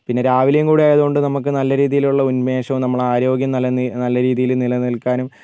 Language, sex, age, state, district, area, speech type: Malayalam, male, 45-60, Kerala, Wayanad, rural, spontaneous